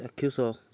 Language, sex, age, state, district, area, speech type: Odia, male, 30-45, Odisha, Balangir, urban, read